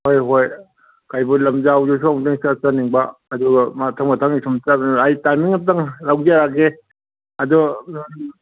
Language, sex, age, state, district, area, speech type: Manipuri, male, 60+, Manipur, Kangpokpi, urban, conversation